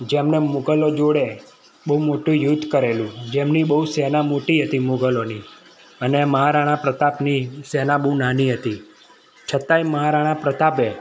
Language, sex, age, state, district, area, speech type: Gujarati, male, 30-45, Gujarat, Kheda, rural, spontaneous